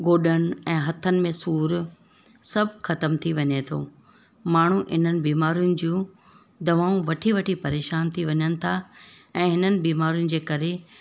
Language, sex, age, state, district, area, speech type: Sindhi, female, 45-60, Rajasthan, Ajmer, urban, spontaneous